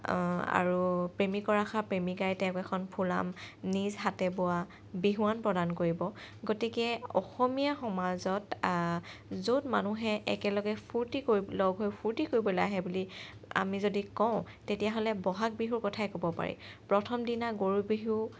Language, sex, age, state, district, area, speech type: Assamese, female, 30-45, Assam, Morigaon, rural, spontaneous